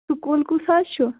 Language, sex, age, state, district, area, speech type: Kashmiri, female, 18-30, Jammu and Kashmir, Pulwama, rural, conversation